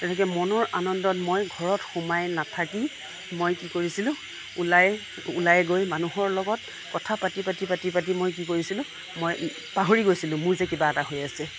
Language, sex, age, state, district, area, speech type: Assamese, female, 45-60, Assam, Nagaon, rural, spontaneous